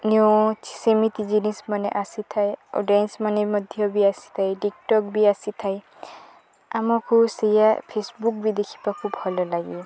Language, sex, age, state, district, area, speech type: Odia, female, 18-30, Odisha, Nuapada, urban, spontaneous